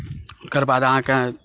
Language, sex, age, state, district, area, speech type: Maithili, male, 30-45, Bihar, Saharsa, rural, spontaneous